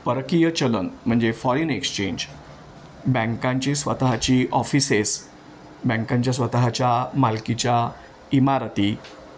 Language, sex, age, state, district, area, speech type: Marathi, male, 60+, Maharashtra, Thane, urban, spontaneous